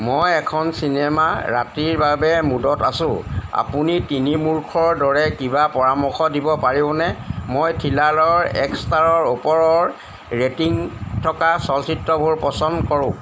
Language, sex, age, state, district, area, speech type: Assamese, male, 60+, Assam, Golaghat, urban, read